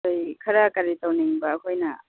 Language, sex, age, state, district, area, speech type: Manipuri, female, 18-30, Manipur, Kakching, rural, conversation